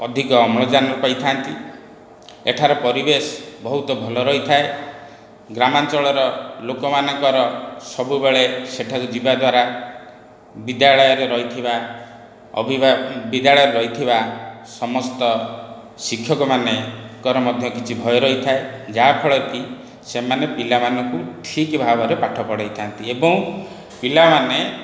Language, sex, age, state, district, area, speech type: Odia, male, 60+, Odisha, Khordha, rural, spontaneous